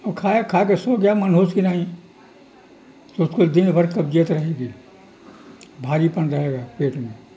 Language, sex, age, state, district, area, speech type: Urdu, male, 60+, Uttar Pradesh, Mirzapur, rural, spontaneous